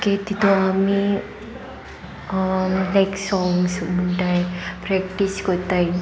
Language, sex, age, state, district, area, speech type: Goan Konkani, female, 18-30, Goa, Sanguem, rural, spontaneous